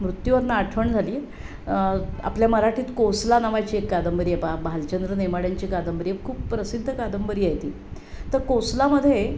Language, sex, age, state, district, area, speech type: Marathi, female, 60+, Maharashtra, Sangli, urban, spontaneous